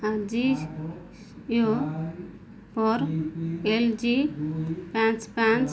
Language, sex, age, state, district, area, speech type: Hindi, female, 45-60, Madhya Pradesh, Chhindwara, rural, read